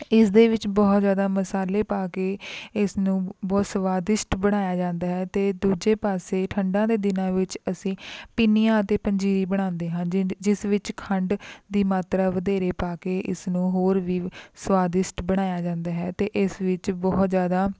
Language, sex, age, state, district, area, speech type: Punjabi, female, 18-30, Punjab, Rupnagar, rural, spontaneous